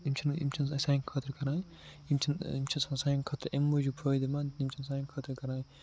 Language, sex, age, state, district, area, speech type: Kashmiri, male, 45-60, Jammu and Kashmir, Srinagar, urban, spontaneous